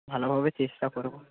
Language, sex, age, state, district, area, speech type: Bengali, male, 18-30, West Bengal, South 24 Parganas, rural, conversation